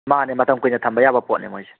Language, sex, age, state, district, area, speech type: Manipuri, male, 30-45, Manipur, Kangpokpi, urban, conversation